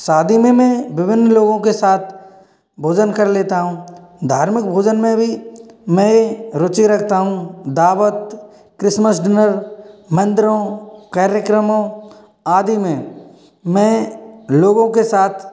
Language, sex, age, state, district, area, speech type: Hindi, male, 18-30, Rajasthan, Karauli, rural, spontaneous